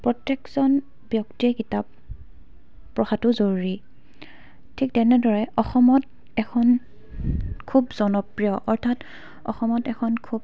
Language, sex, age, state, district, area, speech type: Assamese, female, 18-30, Assam, Dibrugarh, rural, spontaneous